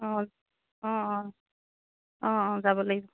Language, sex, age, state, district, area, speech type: Assamese, female, 45-60, Assam, Majuli, urban, conversation